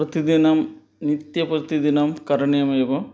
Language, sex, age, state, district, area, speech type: Sanskrit, male, 30-45, West Bengal, Purba Medinipur, rural, spontaneous